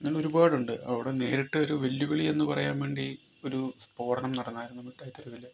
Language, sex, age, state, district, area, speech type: Malayalam, male, 30-45, Kerala, Kozhikode, urban, spontaneous